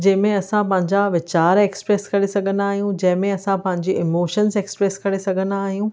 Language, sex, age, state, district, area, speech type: Sindhi, female, 30-45, Maharashtra, Thane, urban, spontaneous